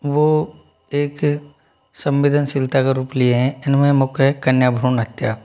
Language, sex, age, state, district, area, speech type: Hindi, male, 60+, Rajasthan, Jaipur, urban, spontaneous